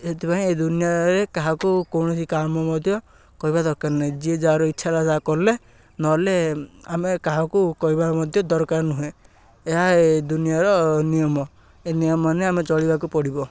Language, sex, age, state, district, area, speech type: Odia, male, 18-30, Odisha, Ganjam, rural, spontaneous